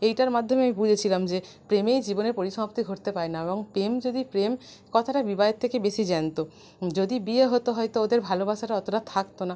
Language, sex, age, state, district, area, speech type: Bengali, female, 30-45, West Bengal, North 24 Parganas, urban, spontaneous